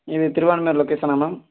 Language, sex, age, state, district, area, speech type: Tamil, male, 18-30, Tamil Nadu, Virudhunagar, rural, conversation